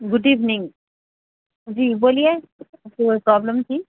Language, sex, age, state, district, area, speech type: Urdu, female, 30-45, Telangana, Hyderabad, urban, conversation